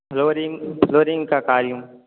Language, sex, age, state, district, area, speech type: Hindi, male, 18-30, Rajasthan, Jodhpur, urban, conversation